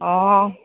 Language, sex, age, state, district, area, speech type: Assamese, female, 30-45, Assam, Kamrup Metropolitan, urban, conversation